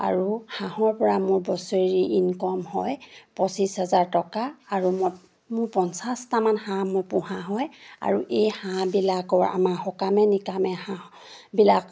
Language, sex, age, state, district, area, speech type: Assamese, female, 30-45, Assam, Charaideo, rural, spontaneous